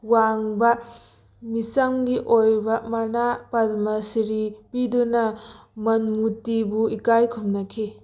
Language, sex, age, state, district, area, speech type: Manipuri, female, 18-30, Manipur, Thoubal, rural, read